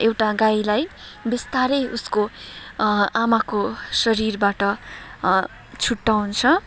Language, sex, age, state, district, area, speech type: Nepali, female, 30-45, West Bengal, Kalimpong, rural, spontaneous